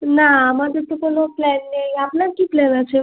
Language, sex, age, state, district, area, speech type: Bengali, female, 18-30, West Bengal, Alipurduar, rural, conversation